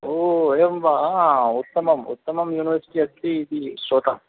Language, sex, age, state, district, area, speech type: Sanskrit, male, 30-45, Kerala, Ernakulam, rural, conversation